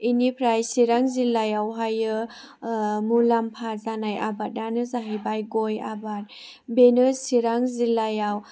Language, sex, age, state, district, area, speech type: Bodo, female, 18-30, Assam, Chirang, rural, spontaneous